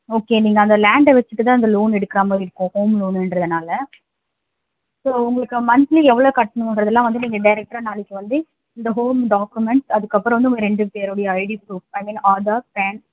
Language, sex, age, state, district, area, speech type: Tamil, female, 18-30, Tamil Nadu, Chennai, urban, conversation